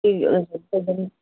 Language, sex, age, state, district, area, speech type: Manipuri, female, 60+, Manipur, Kangpokpi, urban, conversation